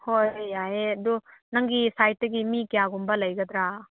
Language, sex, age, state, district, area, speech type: Manipuri, female, 30-45, Manipur, Chandel, rural, conversation